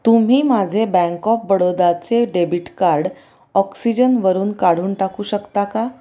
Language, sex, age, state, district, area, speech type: Marathi, female, 30-45, Maharashtra, Pune, urban, read